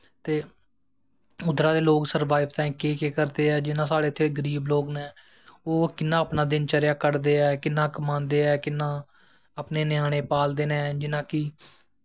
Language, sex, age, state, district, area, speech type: Dogri, male, 18-30, Jammu and Kashmir, Jammu, rural, spontaneous